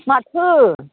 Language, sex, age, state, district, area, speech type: Bodo, female, 60+, Assam, Chirang, rural, conversation